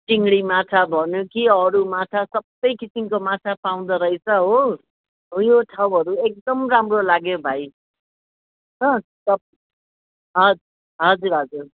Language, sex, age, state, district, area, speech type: Nepali, female, 60+, West Bengal, Jalpaiguri, urban, conversation